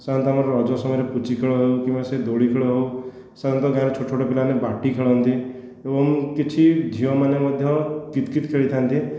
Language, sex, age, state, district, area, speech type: Odia, male, 18-30, Odisha, Khordha, rural, spontaneous